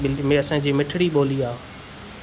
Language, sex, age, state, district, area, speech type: Sindhi, male, 30-45, Maharashtra, Thane, urban, spontaneous